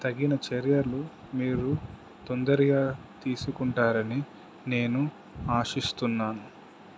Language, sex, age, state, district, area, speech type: Telugu, male, 18-30, Telangana, Suryapet, urban, spontaneous